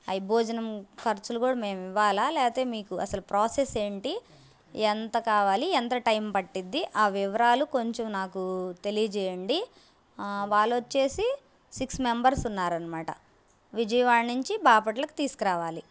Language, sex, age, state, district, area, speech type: Telugu, female, 18-30, Andhra Pradesh, Bapatla, urban, spontaneous